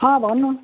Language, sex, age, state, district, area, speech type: Nepali, female, 60+, West Bengal, Jalpaiguri, rural, conversation